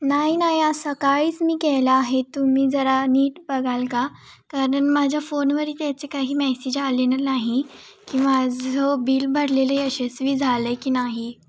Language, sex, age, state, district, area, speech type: Marathi, female, 18-30, Maharashtra, Sangli, urban, spontaneous